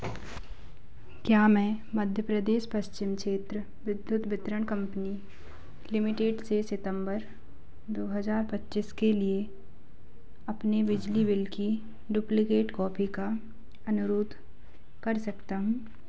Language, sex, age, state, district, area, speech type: Hindi, female, 18-30, Madhya Pradesh, Narsinghpur, rural, read